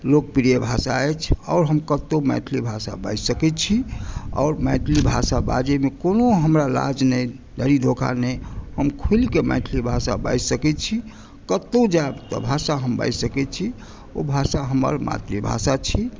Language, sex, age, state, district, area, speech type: Maithili, male, 45-60, Bihar, Madhubani, rural, spontaneous